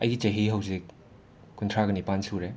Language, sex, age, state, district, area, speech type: Manipuri, male, 30-45, Manipur, Imphal West, urban, spontaneous